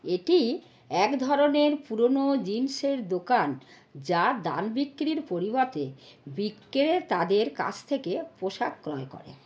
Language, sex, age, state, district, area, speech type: Bengali, female, 60+, West Bengal, North 24 Parganas, urban, read